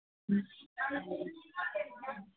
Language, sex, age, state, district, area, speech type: Manipuri, female, 60+, Manipur, Imphal East, rural, conversation